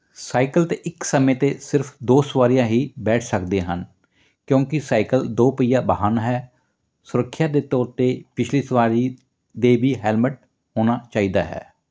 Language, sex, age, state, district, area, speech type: Punjabi, male, 45-60, Punjab, Fatehgarh Sahib, rural, spontaneous